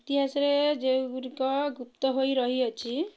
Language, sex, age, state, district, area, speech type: Odia, female, 30-45, Odisha, Kendrapara, urban, spontaneous